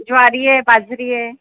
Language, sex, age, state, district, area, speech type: Marathi, female, 30-45, Maharashtra, Akola, rural, conversation